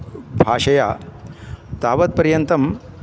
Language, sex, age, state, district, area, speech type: Sanskrit, male, 45-60, Kerala, Kasaragod, urban, spontaneous